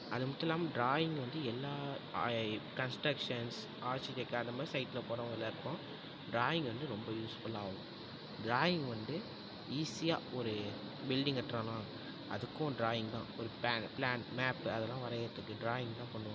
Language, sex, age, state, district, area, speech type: Tamil, male, 18-30, Tamil Nadu, Tiruvarur, urban, spontaneous